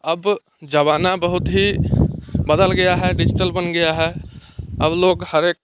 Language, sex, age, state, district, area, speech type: Hindi, male, 18-30, Bihar, Muzaffarpur, urban, spontaneous